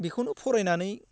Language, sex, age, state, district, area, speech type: Bodo, male, 18-30, Assam, Baksa, rural, spontaneous